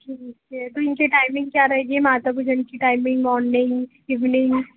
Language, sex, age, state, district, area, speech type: Hindi, female, 18-30, Madhya Pradesh, Harda, urban, conversation